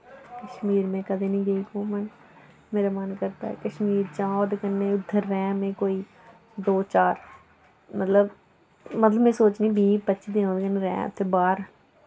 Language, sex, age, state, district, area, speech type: Dogri, female, 18-30, Jammu and Kashmir, Reasi, rural, spontaneous